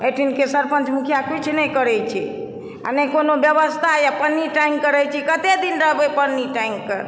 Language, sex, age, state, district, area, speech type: Maithili, female, 60+, Bihar, Supaul, rural, spontaneous